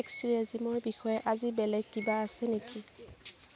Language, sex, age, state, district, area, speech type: Assamese, female, 45-60, Assam, Morigaon, rural, read